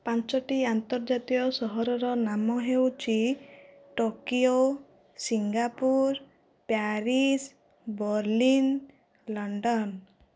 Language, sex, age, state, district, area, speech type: Odia, female, 45-60, Odisha, Kandhamal, rural, spontaneous